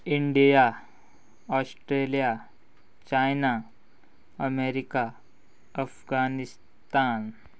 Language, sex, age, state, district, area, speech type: Goan Konkani, male, 18-30, Goa, Quepem, rural, spontaneous